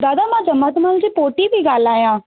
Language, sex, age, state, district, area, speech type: Sindhi, female, 18-30, Rajasthan, Ajmer, urban, conversation